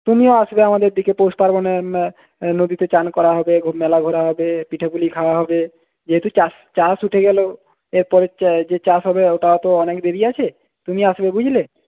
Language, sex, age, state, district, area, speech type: Bengali, male, 18-30, West Bengal, Jhargram, rural, conversation